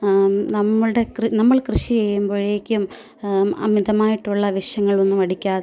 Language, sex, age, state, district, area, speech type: Malayalam, female, 30-45, Kerala, Kottayam, urban, spontaneous